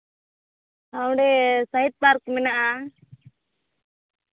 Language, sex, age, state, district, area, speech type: Santali, female, 18-30, Jharkhand, Seraikela Kharsawan, rural, conversation